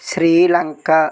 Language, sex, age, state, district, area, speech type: Telugu, male, 30-45, Andhra Pradesh, West Godavari, rural, spontaneous